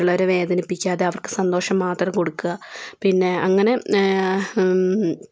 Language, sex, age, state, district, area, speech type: Malayalam, female, 18-30, Kerala, Wayanad, rural, spontaneous